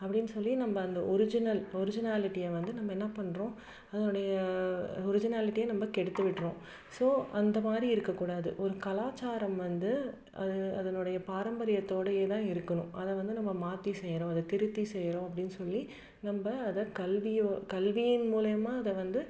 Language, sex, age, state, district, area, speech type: Tamil, female, 30-45, Tamil Nadu, Salem, urban, spontaneous